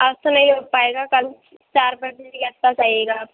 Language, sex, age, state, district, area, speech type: Urdu, female, 18-30, Uttar Pradesh, Gautam Buddha Nagar, rural, conversation